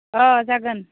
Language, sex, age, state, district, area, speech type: Bodo, female, 18-30, Assam, Udalguri, urban, conversation